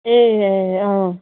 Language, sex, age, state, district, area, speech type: Nepali, female, 45-60, West Bengal, Jalpaiguri, rural, conversation